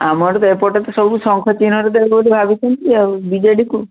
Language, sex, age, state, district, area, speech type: Odia, male, 18-30, Odisha, Mayurbhanj, rural, conversation